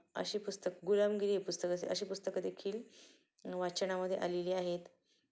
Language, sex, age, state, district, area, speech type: Marathi, female, 30-45, Maharashtra, Ahmednagar, rural, spontaneous